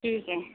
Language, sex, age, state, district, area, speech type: Hindi, female, 45-60, Uttar Pradesh, Azamgarh, rural, conversation